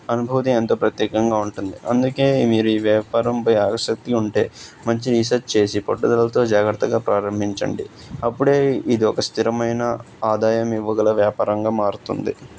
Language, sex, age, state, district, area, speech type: Telugu, male, 18-30, Andhra Pradesh, Krishna, urban, spontaneous